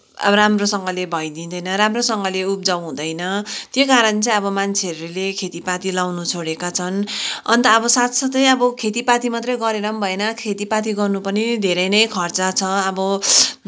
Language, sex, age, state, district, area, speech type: Nepali, female, 45-60, West Bengal, Kalimpong, rural, spontaneous